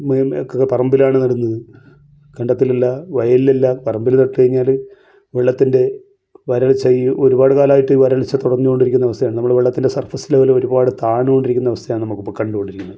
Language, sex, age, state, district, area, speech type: Malayalam, male, 45-60, Kerala, Kasaragod, rural, spontaneous